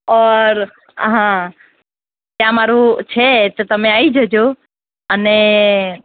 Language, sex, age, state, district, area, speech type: Gujarati, female, 30-45, Gujarat, Ahmedabad, urban, conversation